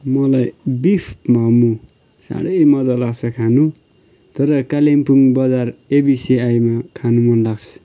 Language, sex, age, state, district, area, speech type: Nepali, male, 30-45, West Bengal, Kalimpong, rural, spontaneous